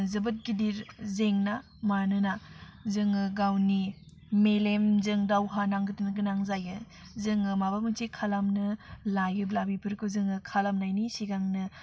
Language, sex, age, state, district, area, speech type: Bodo, female, 18-30, Assam, Udalguri, rural, spontaneous